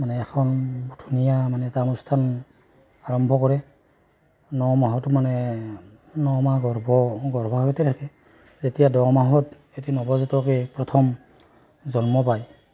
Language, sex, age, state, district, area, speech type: Assamese, male, 30-45, Assam, Barpeta, rural, spontaneous